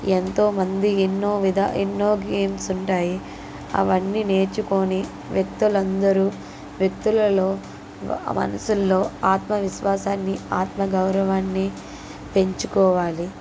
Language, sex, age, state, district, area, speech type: Telugu, female, 45-60, Andhra Pradesh, N T Rama Rao, urban, spontaneous